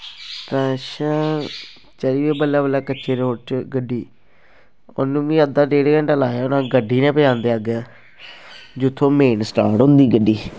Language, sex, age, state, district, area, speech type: Dogri, male, 18-30, Jammu and Kashmir, Kathua, rural, spontaneous